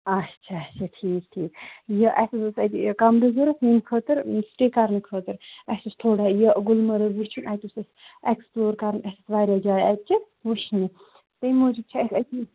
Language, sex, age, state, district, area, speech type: Kashmiri, female, 30-45, Jammu and Kashmir, Kupwara, rural, conversation